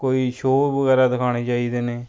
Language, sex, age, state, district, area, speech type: Punjabi, male, 30-45, Punjab, Fatehgarh Sahib, rural, spontaneous